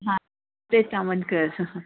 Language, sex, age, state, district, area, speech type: Marathi, female, 45-60, Maharashtra, Sangli, urban, conversation